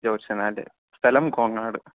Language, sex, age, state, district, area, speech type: Malayalam, male, 30-45, Kerala, Palakkad, rural, conversation